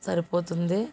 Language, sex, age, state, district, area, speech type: Telugu, female, 45-60, Telangana, Mancherial, urban, spontaneous